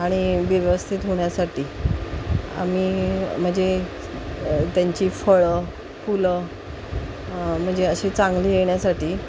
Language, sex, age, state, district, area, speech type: Marathi, female, 45-60, Maharashtra, Mumbai Suburban, urban, spontaneous